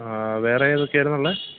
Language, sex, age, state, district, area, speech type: Malayalam, male, 18-30, Kerala, Kollam, rural, conversation